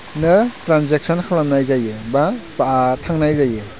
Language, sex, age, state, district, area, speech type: Bodo, male, 18-30, Assam, Udalguri, rural, spontaneous